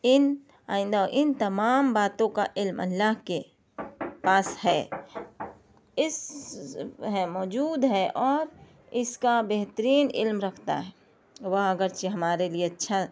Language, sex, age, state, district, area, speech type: Urdu, female, 30-45, Delhi, South Delhi, urban, spontaneous